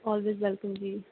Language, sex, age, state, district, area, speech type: Punjabi, female, 18-30, Punjab, Fatehgarh Sahib, rural, conversation